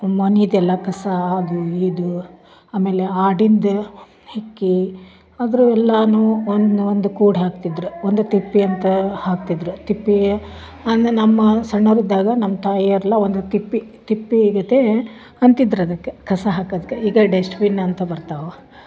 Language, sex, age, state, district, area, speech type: Kannada, female, 30-45, Karnataka, Dharwad, urban, spontaneous